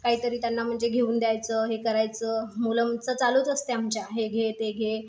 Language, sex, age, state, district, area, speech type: Marathi, female, 30-45, Maharashtra, Buldhana, urban, spontaneous